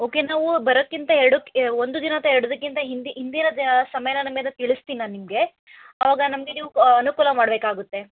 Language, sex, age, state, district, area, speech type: Kannada, female, 60+, Karnataka, Chikkaballapur, urban, conversation